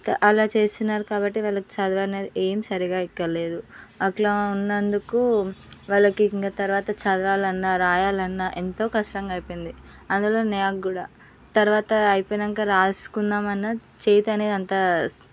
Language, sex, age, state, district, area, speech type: Telugu, female, 18-30, Telangana, Ranga Reddy, urban, spontaneous